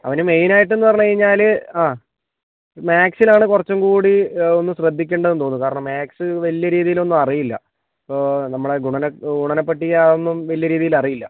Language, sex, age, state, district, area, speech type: Malayalam, male, 30-45, Kerala, Kozhikode, urban, conversation